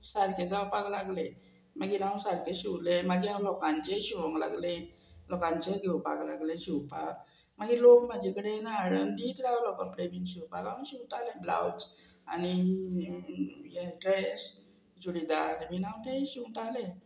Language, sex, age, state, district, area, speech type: Goan Konkani, female, 45-60, Goa, Murmgao, rural, spontaneous